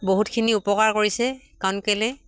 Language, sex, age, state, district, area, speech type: Assamese, female, 45-60, Assam, Dibrugarh, rural, spontaneous